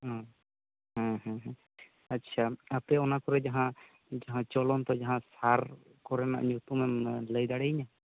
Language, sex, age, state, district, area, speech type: Santali, male, 18-30, West Bengal, Bankura, rural, conversation